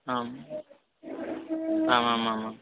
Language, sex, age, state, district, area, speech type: Sanskrit, male, 18-30, Odisha, Balangir, rural, conversation